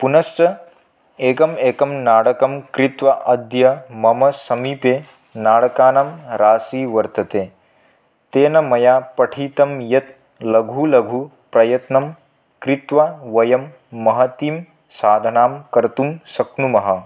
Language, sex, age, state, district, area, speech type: Sanskrit, male, 18-30, Manipur, Kangpokpi, rural, spontaneous